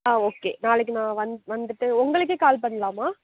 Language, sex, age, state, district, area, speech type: Tamil, female, 45-60, Tamil Nadu, Sivaganga, rural, conversation